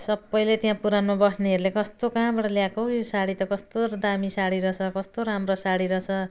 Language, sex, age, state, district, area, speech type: Nepali, female, 60+, West Bengal, Jalpaiguri, urban, spontaneous